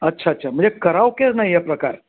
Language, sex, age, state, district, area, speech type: Marathi, male, 60+, Maharashtra, Thane, urban, conversation